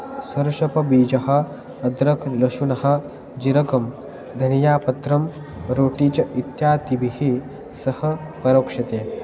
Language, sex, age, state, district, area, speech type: Sanskrit, male, 18-30, Maharashtra, Osmanabad, rural, spontaneous